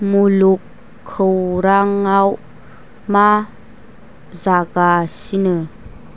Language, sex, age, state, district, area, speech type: Bodo, female, 45-60, Assam, Chirang, rural, read